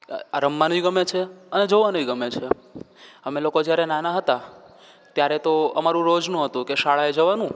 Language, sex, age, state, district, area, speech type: Gujarati, male, 18-30, Gujarat, Rajkot, rural, spontaneous